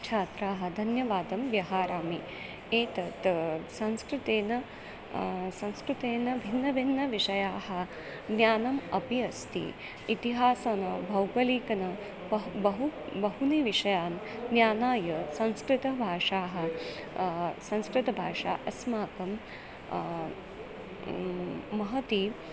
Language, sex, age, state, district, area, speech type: Sanskrit, female, 30-45, Maharashtra, Nagpur, urban, spontaneous